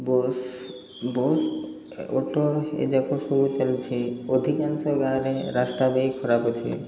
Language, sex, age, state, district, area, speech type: Odia, male, 30-45, Odisha, Koraput, urban, spontaneous